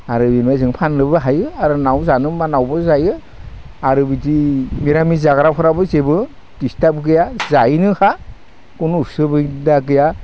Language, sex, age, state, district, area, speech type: Bodo, male, 45-60, Assam, Udalguri, rural, spontaneous